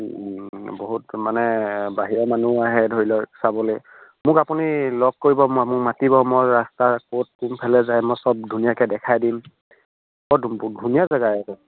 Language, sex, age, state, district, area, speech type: Assamese, male, 18-30, Assam, Sivasagar, rural, conversation